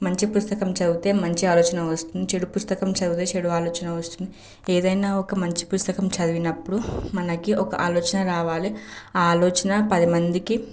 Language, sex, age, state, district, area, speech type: Telugu, female, 18-30, Telangana, Nalgonda, urban, spontaneous